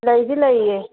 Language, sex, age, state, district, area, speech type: Manipuri, female, 45-60, Manipur, Kangpokpi, urban, conversation